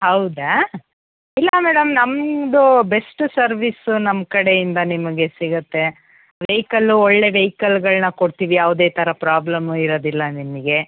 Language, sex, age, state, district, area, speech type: Kannada, female, 45-60, Karnataka, Tumkur, rural, conversation